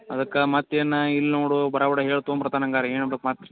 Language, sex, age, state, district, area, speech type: Kannada, male, 30-45, Karnataka, Belgaum, rural, conversation